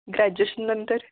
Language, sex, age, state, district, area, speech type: Marathi, female, 30-45, Maharashtra, Kolhapur, rural, conversation